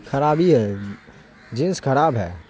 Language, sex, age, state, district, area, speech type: Urdu, male, 18-30, Bihar, Saharsa, urban, spontaneous